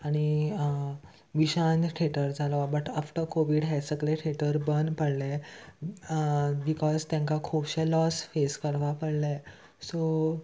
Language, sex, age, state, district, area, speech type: Goan Konkani, male, 18-30, Goa, Salcete, urban, spontaneous